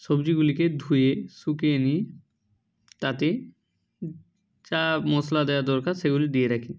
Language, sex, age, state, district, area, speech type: Bengali, male, 60+, West Bengal, Purba Medinipur, rural, spontaneous